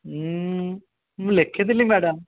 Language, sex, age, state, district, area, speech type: Odia, male, 18-30, Odisha, Dhenkanal, rural, conversation